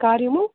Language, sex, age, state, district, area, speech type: Kashmiri, female, 18-30, Jammu and Kashmir, Pulwama, urban, conversation